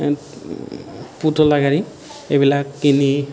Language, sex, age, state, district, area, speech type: Assamese, male, 18-30, Assam, Nalbari, rural, spontaneous